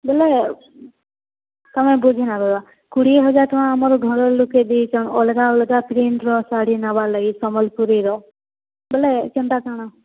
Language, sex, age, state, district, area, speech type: Odia, female, 45-60, Odisha, Boudh, rural, conversation